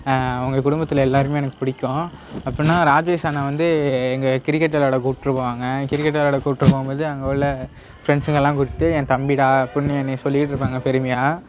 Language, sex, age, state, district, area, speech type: Tamil, male, 18-30, Tamil Nadu, Nagapattinam, rural, spontaneous